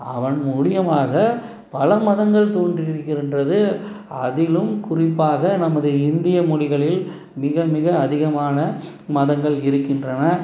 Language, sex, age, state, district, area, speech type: Tamil, male, 45-60, Tamil Nadu, Salem, urban, spontaneous